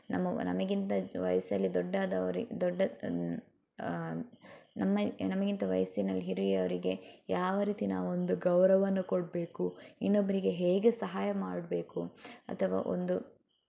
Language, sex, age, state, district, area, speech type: Kannada, female, 18-30, Karnataka, Udupi, rural, spontaneous